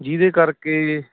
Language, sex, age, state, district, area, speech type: Punjabi, male, 30-45, Punjab, Ludhiana, rural, conversation